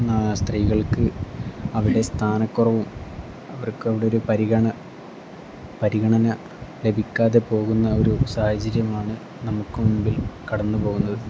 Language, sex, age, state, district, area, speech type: Malayalam, male, 18-30, Kerala, Kozhikode, rural, spontaneous